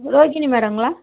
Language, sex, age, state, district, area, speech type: Tamil, female, 30-45, Tamil Nadu, Madurai, urban, conversation